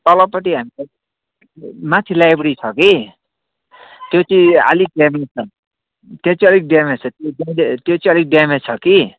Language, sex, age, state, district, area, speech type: Nepali, male, 18-30, West Bengal, Darjeeling, urban, conversation